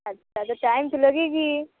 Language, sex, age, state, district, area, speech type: Hindi, female, 30-45, Uttar Pradesh, Mirzapur, rural, conversation